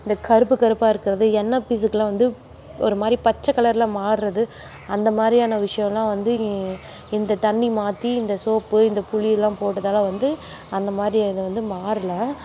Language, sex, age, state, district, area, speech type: Tamil, female, 30-45, Tamil Nadu, Nagapattinam, rural, spontaneous